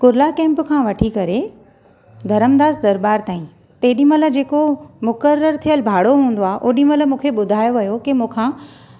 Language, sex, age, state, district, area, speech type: Sindhi, female, 30-45, Maharashtra, Thane, urban, spontaneous